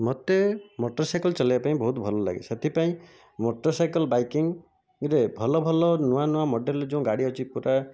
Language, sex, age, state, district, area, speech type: Odia, male, 18-30, Odisha, Jajpur, rural, spontaneous